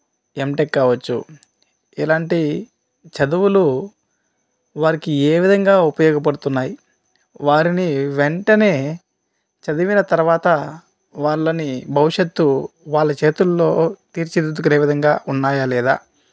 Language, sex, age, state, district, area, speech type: Telugu, male, 30-45, Andhra Pradesh, Kadapa, rural, spontaneous